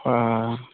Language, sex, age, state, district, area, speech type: Assamese, male, 30-45, Assam, Charaideo, rural, conversation